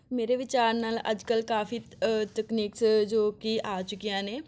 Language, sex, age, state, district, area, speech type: Punjabi, female, 18-30, Punjab, Amritsar, urban, spontaneous